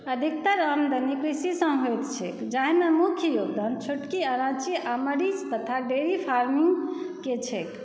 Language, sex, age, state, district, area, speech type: Maithili, female, 30-45, Bihar, Saharsa, rural, read